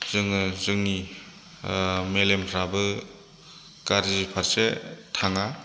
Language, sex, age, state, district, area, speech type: Bodo, male, 30-45, Assam, Chirang, rural, spontaneous